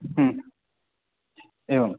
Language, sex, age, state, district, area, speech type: Sanskrit, male, 30-45, Karnataka, Udupi, urban, conversation